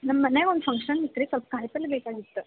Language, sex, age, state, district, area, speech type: Kannada, female, 18-30, Karnataka, Gadag, urban, conversation